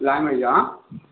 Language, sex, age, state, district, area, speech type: Telugu, male, 18-30, Telangana, Nizamabad, urban, conversation